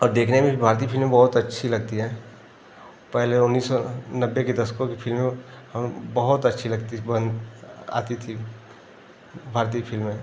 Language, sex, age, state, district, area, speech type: Hindi, male, 30-45, Uttar Pradesh, Ghazipur, urban, spontaneous